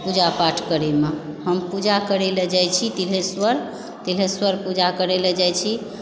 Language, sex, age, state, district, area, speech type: Maithili, female, 45-60, Bihar, Supaul, rural, spontaneous